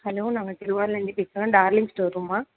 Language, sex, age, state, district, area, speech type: Tamil, female, 18-30, Tamil Nadu, Tiruvarur, rural, conversation